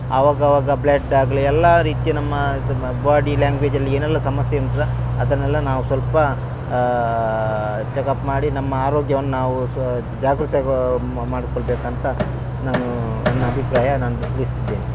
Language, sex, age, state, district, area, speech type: Kannada, male, 30-45, Karnataka, Dakshina Kannada, rural, spontaneous